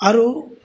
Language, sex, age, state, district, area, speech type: Assamese, male, 45-60, Assam, Golaghat, rural, spontaneous